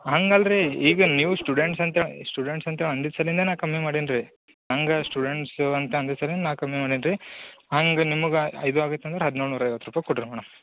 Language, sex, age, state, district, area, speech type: Kannada, male, 18-30, Karnataka, Gulbarga, urban, conversation